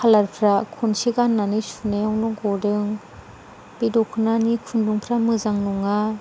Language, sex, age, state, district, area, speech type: Bodo, female, 18-30, Assam, Chirang, rural, spontaneous